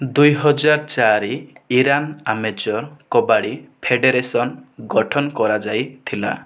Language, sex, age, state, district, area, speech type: Odia, male, 18-30, Odisha, Kandhamal, rural, read